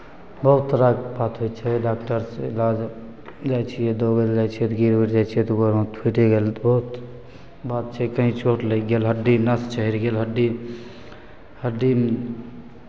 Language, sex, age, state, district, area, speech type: Maithili, male, 18-30, Bihar, Begusarai, rural, spontaneous